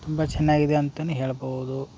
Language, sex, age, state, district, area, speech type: Kannada, male, 30-45, Karnataka, Dharwad, rural, spontaneous